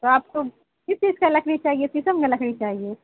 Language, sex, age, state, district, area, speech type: Urdu, female, 18-30, Bihar, Saharsa, rural, conversation